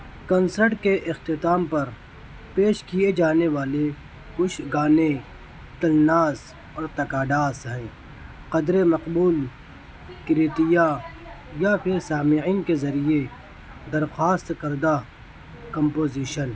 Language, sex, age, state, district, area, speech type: Urdu, male, 60+, Maharashtra, Nashik, urban, read